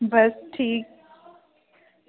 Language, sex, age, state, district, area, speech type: Dogri, female, 18-30, Jammu and Kashmir, Udhampur, rural, conversation